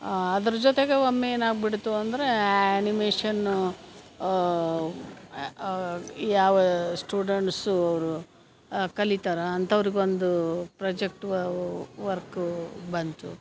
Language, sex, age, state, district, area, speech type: Kannada, female, 60+, Karnataka, Gadag, rural, spontaneous